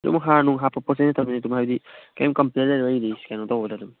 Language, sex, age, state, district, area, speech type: Manipuri, male, 18-30, Manipur, Kangpokpi, urban, conversation